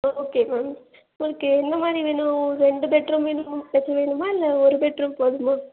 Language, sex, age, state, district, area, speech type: Tamil, female, 18-30, Tamil Nadu, Nagapattinam, rural, conversation